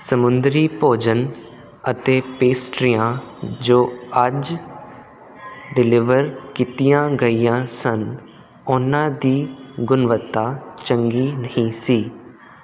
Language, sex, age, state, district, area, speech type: Punjabi, male, 18-30, Punjab, Kapurthala, urban, read